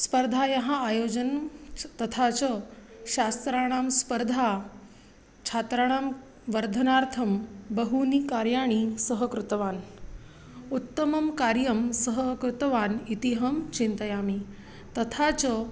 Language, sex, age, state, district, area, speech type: Sanskrit, female, 30-45, Maharashtra, Nagpur, urban, spontaneous